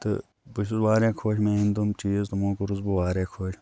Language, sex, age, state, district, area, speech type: Kashmiri, male, 30-45, Jammu and Kashmir, Kulgam, rural, spontaneous